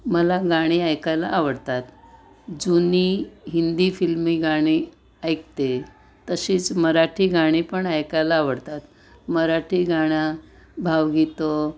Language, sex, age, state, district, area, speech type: Marathi, female, 60+, Maharashtra, Pune, urban, spontaneous